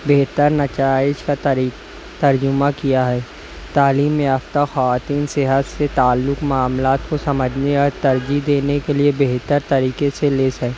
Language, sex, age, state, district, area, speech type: Urdu, male, 30-45, Maharashtra, Nashik, urban, spontaneous